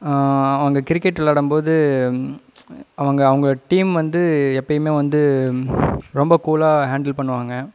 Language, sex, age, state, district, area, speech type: Tamil, male, 18-30, Tamil Nadu, Coimbatore, rural, spontaneous